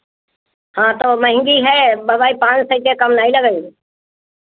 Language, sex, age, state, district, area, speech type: Hindi, female, 60+, Uttar Pradesh, Hardoi, rural, conversation